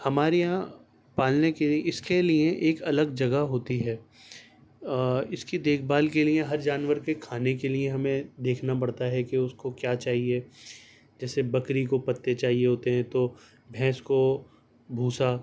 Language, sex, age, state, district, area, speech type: Urdu, male, 18-30, Delhi, Central Delhi, urban, spontaneous